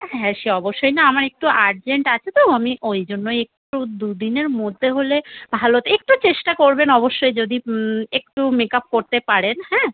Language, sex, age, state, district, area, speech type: Bengali, female, 30-45, West Bengal, Howrah, urban, conversation